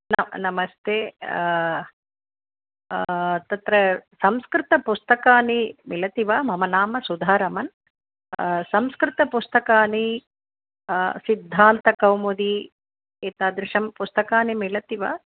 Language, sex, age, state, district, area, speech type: Sanskrit, female, 45-60, Tamil Nadu, Chennai, urban, conversation